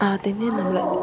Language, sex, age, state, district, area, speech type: Malayalam, female, 18-30, Kerala, Idukki, rural, spontaneous